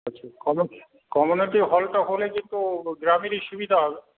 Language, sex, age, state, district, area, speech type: Bengali, male, 45-60, West Bengal, Paschim Bardhaman, urban, conversation